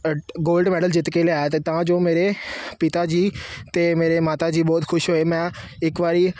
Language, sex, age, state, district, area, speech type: Punjabi, male, 30-45, Punjab, Amritsar, urban, spontaneous